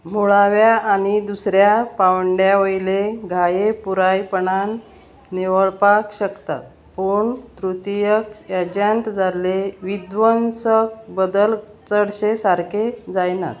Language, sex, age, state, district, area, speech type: Goan Konkani, female, 45-60, Goa, Salcete, rural, read